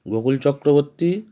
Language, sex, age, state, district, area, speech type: Bengali, male, 30-45, West Bengal, Howrah, urban, spontaneous